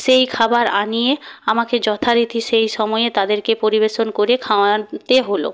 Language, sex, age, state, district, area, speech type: Bengali, female, 45-60, West Bengal, Purba Medinipur, rural, spontaneous